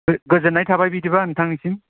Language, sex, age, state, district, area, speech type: Bodo, male, 45-60, Assam, Kokrajhar, rural, conversation